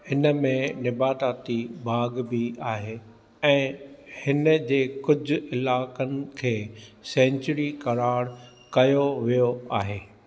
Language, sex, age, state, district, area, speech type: Sindhi, male, 45-60, Maharashtra, Thane, urban, read